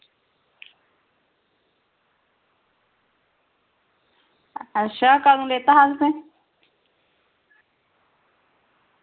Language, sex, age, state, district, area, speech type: Dogri, female, 30-45, Jammu and Kashmir, Reasi, rural, conversation